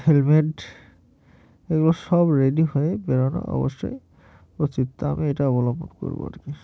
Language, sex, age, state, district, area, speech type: Bengali, male, 18-30, West Bengal, Murshidabad, urban, spontaneous